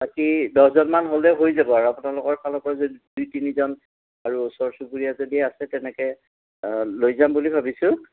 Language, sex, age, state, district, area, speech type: Assamese, male, 60+, Assam, Udalguri, rural, conversation